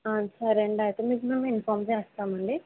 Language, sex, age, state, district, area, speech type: Telugu, female, 45-60, Andhra Pradesh, Kakinada, rural, conversation